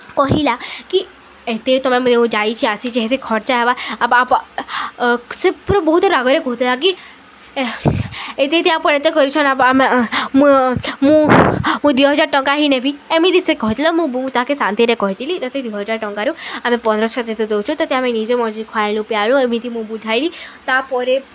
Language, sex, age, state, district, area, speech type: Odia, female, 18-30, Odisha, Subarnapur, urban, spontaneous